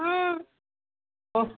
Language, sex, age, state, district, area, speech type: Telugu, female, 18-30, Telangana, Komaram Bheem, rural, conversation